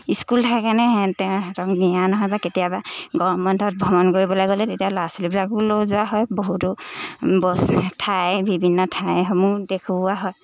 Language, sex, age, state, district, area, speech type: Assamese, female, 18-30, Assam, Lakhimpur, urban, spontaneous